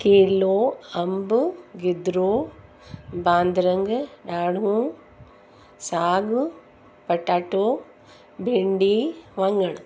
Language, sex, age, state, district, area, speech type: Sindhi, female, 60+, Uttar Pradesh, Lucknow, urban, spontaneous